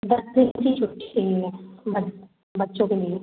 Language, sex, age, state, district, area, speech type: Hindi, female, 30-45, Madhya Pradesh, Gwalior, rural, conversation